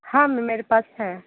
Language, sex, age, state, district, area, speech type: Hindi, female, 18-30, Uttar Pradesh, Sonbhadra, rural, conversation